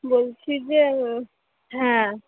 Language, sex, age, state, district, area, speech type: Bengali, female, 18-30, West Bengal, Purba Bardhaman, urban, conversation